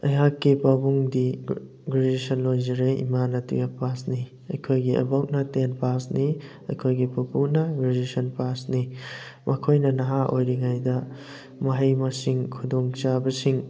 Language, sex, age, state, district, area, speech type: Manipuri, male, 18-30, Manipur, Thoubal, rural, spontaneous